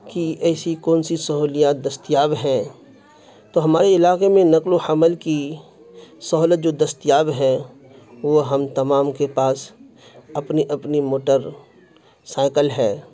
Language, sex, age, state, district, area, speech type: Urdu, male, 45-60, Bihar, Khagaria, urban, spontaneous